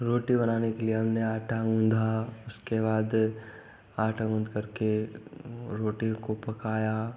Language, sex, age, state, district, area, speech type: Hindi, male, 18-30, Rajasthan, Bharatpur, rural, spontaneous